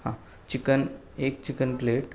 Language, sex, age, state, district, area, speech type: Marathi, male, 18-30, Maharashtra, Sangli, urban, spontaneous